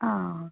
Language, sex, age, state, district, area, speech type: Malayalam, female, 18-30, Kerala, Palakkad, rural, conversation